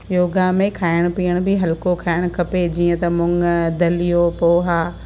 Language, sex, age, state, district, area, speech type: Sindhi, female, 45-60, Gujarat, Kutch, rural, spontaneous